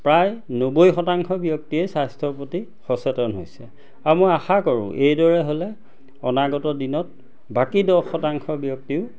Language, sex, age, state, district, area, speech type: Assamese, male, 45-60, Assam, Majuli, urban, spontaneous